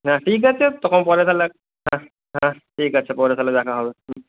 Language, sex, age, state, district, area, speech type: Bengali, male, 30-45, West Bengal, Bankura, urban, conversation